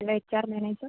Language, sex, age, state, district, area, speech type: Malayalam, female, 18-30, Kerala, Thiruvananthapuram, rural, conversation